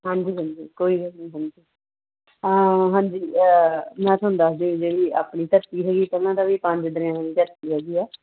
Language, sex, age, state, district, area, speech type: Punjabi, female, 30-45, Punjab, Muktsar, urban, conversation